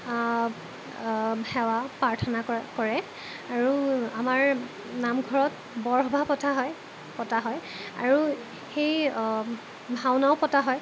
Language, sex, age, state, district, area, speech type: Assamese, female, 18-30, Assam, Jorhat, urban, spontaneous